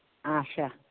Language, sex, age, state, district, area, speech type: Kashmiri, female, 60+, Jammu and Kashmir, Ganderbal, rural, conversation